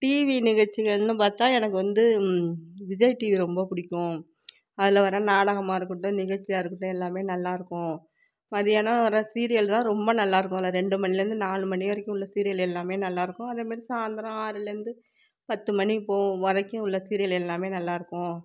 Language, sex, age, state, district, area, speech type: Tamil, female, 45-60, Tamil Nadu, Tiruvarur, rural, spontaneous